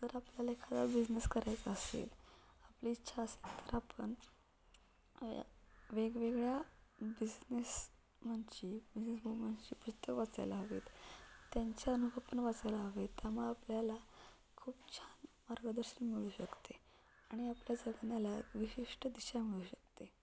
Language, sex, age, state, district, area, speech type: Marathi, female, 18-30, Maharashtra, Satara, urban, spontaneous